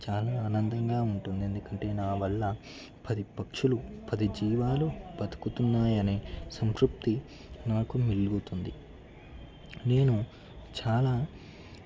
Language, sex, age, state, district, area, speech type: Telugu, male, 18-30, Telangana, Ranga Reddy, urban, spontaneous